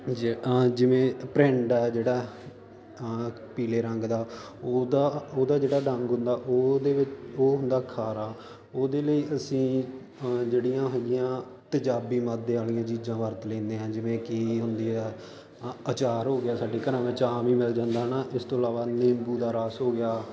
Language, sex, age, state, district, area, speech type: Punjabi, male, 18-30, Punjab, Faridkot, rural, spontaneous